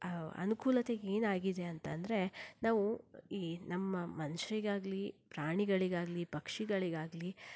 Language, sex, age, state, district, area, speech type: Kannada, female, 30-45, Karnataka, Shimoga, rural, spontaneous